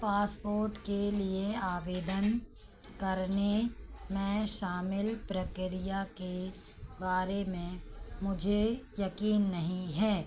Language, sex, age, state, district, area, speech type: Hindi, female, 45-60, Madhya Pradesh, Narsinghpur, rural, read